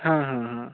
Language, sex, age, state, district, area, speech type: Maithili, male, 18-30, Bihar, Muzaffarpur, rural, conversation